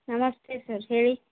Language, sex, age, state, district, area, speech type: Kannada, female, 30-45, Karnataka, Gulbarga, urban, conversation